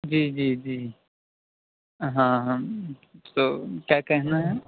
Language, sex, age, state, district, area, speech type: Urdu, male, 18-30, Delhi, South Delhi, urban, conversation